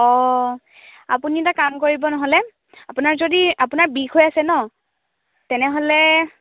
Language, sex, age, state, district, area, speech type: Assamese, female, 18-30, Assam, Dhemaji, rural, conversation